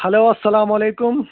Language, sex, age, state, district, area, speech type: Kashmiri, male, 45-60, Jammu and Kashmir, Ganderbal, rural, conversation